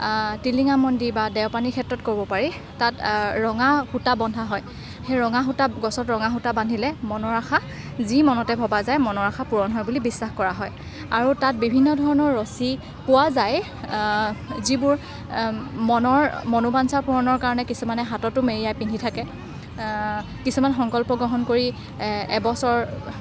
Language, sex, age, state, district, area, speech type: Assamese, female, 45-60, Assam, Morigaon, rural, spontaneous